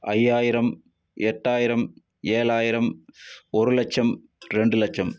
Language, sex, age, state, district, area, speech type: Tamil, male, 60+, Tamil Nadu, Tiruppur, urban, spontaneous